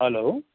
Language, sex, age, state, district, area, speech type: Nepali, male, 45-60, West Bengal, Jalpaiguri, urban, conversation